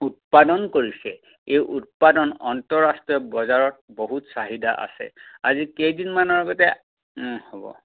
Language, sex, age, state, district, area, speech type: Assamese, male, 45-60, Assam, Dhemaji, rural, conversation